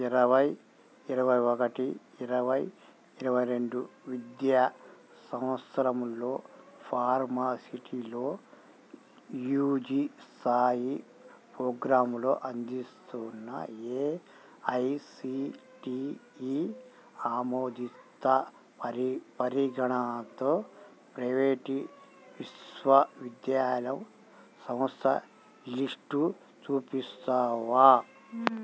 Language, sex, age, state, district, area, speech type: Telugu, male, 45-60, Telangana, Hyderabad, rural, read